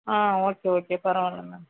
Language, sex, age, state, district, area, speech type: Tamil, female, 18-30, Tamil Nadu, Thoothukudi, rural, conversation